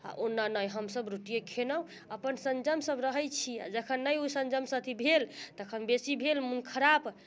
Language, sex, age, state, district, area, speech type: Maithili, female, 30-45, Bihar, Muzaffarpur, rural, spontaneous